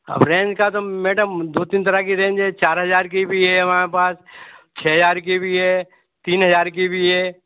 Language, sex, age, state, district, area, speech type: Hindi, male, 60+, Madhya Pradesh, Gwalior, rural, conversation